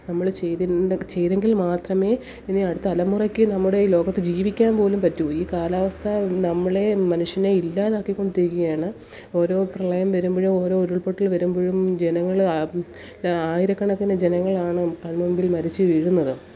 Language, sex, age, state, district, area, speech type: Malayalam, female, 30-45, Kerala, Kollam, rural, spontaneous